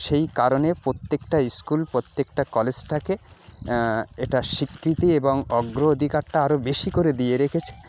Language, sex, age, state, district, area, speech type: Bengali, male, 45-60, West Bengal, Jalpaiguri, rural, spontaneous